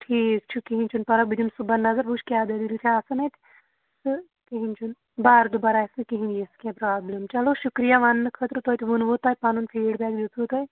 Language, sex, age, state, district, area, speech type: Kashmiri, female, 30-45, Jammu and Kashmir, Shopian, rural, conversation